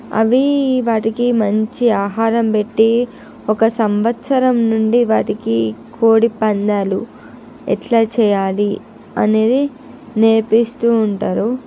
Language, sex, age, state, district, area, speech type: Telugu, female, 45-60, Andhra Pradesh, Visakhapatnam, urban, spontaneous